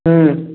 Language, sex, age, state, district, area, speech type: Odia, male, 45-60, Odisha, Nuapada, urban, conversation